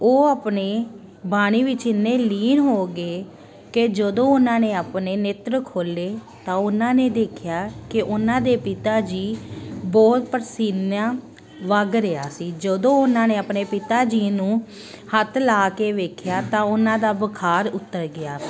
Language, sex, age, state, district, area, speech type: Punjabi, female, 30-45, Punjab, Amritsar, urban, spontaneous